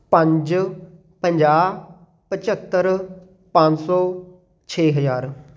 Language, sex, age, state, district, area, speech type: Punjabi, male, 18-30, Punjab, Fatehgarh Sahib, rural, spontaneous